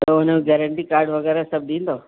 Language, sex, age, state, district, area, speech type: Sindhi, female, 60+, Uttar Pradesh, Lucknow, urban, conversation